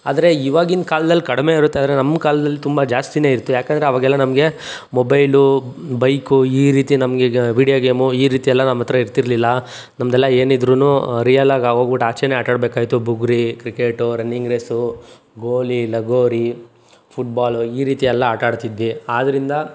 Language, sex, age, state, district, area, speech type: Kannada, male, 45-60, Karnataka, Chikkaballapur, urban, spontaneous